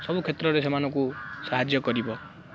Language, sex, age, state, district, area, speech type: Odia, male, 18-30, Odisha, Kendrapara, urban, spontaneous